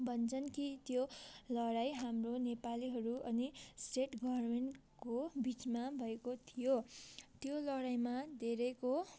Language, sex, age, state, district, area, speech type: Nepali, female, 45-60, West Bengal, Darjeeling, rural, spontaneous